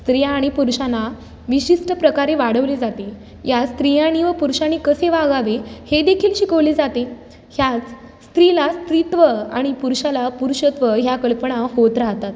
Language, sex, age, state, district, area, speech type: Marathi, female, 18-30, Maharashtra, Satara, urban, spontaneous